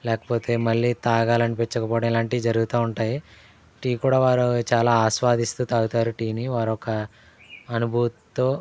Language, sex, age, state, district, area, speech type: Telugu, male, 18-30, Andhra Pradesh, Eluru, rural, spontaneous